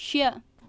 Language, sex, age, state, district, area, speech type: Kashmiri, female, 18-30, Jammu and Kashmir, Bandipora, rural, read